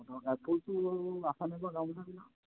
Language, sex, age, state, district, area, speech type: Assamese, male, 60+, Assam, Sivasagar, rural, conversation